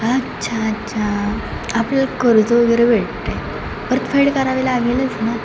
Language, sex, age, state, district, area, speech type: Marathi, female, 18-30, Maharashtra, Satara, urban, spontaneous